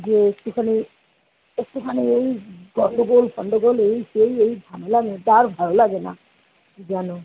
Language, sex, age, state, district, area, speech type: Bengali, female, 60+, West Bengal, Kolkata, urban, conversation